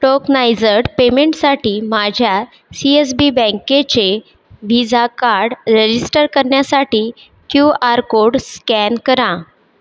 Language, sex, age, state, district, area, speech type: Marathi, female, 30-45, Maharashtra, Buldhana, urban, read